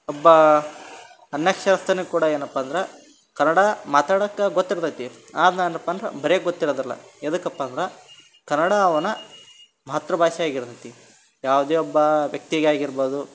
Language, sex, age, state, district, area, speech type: Kannada, male, 18-30, Karnataka, Koppal, rural, spontaneous